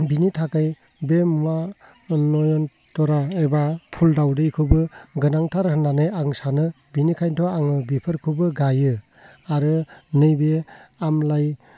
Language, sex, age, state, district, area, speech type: Bodo, male, 30-45, Assam, Baksa, rural, spontaneous